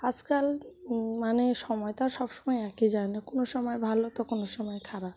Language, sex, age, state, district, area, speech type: Bengali, female, 30-45, West Bengal, Cooch Behar, urban, spontaneous